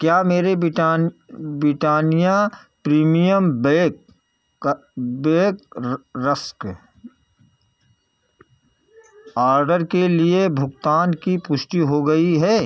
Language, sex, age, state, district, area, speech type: Hindi, male, 60+, Uttar Pradesh, Jaunpur, urban, read